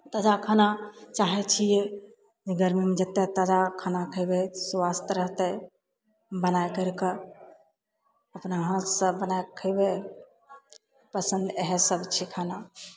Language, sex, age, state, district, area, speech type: Maithili, female, 45-60, Bihar, Begusarai, rural, spontaneous